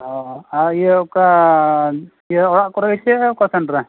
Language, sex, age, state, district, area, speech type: Santali, male, 45-60, Odisha, Mayurbhanj, rural, conversation